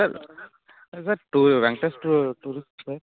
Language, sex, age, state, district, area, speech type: Telugu, male, 30-45, Andhra Pradesh, Alluri Sitarama Raju, rural, conversation